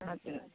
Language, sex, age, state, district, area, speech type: Nepali, female, 30-45, West Bengal, Kalimpong, rural, conversation